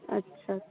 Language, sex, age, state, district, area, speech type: Hindi, female, 60+, Uttar Pradesh, Hardoi, rural, conversation